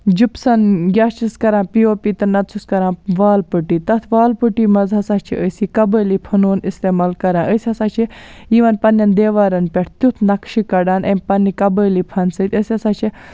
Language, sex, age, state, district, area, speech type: Kashmiri, female, 18-30, Jammu and Kashmir, Baramulla, rural, spontaneous